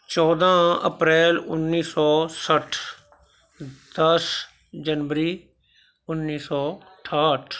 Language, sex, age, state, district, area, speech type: Punjabi, male, 60+, Punjab, Shaheed Bhagat Singh Nagar, urban, spontaneous